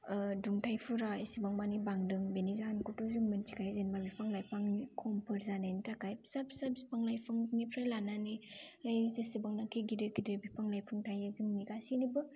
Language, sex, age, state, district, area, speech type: Bodo, female, 18-30, Assam, Kokrajhar, rural, spontaneous